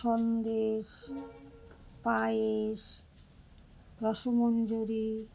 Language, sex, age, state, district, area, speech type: Bengali, female, 45-60, West Bengal, Alipurduar, rural, spontaneous